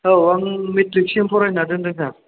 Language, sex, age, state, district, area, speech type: Bodo, male, 30-45, Assam, Kokrajhar, urban, conversation